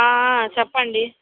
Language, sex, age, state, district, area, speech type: Telugu, female, 18-30, Andhra Pradesh, Guntur, rural, conversation